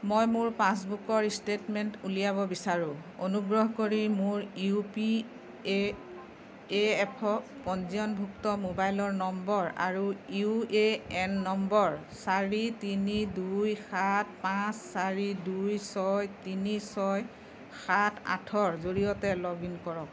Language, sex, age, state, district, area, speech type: Assamese, female, 45-60, Assam, Darrang, rural, read